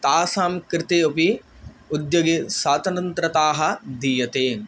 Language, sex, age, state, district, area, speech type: Sanskrit, male, 18-30, West Bengal, Bankura, urban, spontaneous